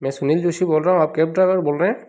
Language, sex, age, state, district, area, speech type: Hindi, male, 30-45, Madhya Pradesh, Ujjain, rural, spontaneous